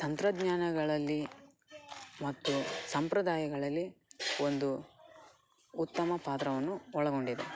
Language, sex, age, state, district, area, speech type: Kannada, male, 18-30, Karnataka, Dakshina Kannada, rural, spontaneous